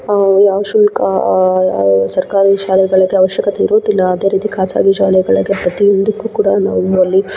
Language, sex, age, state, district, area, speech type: Kannada, female, 18-30, Karnataka, Kolar, rural, spontaneous